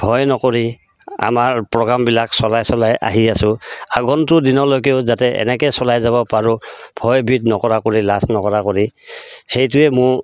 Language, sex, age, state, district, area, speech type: Assamese, male, 45-60, Assam, Goalpara, rural, spontaneous